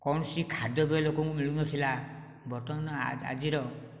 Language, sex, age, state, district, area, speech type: Odia, male, 60+, Odisha, Nayagarh, rural, spontaneous